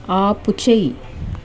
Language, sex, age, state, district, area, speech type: Telugu, female, 30-45, Andhra Pradesh, Sri Balaji, rural, read